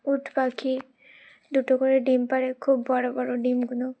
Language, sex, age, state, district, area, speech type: Bengali, female, 18-30, West Bengal, Uttar Dinajpur, urban, spontaneous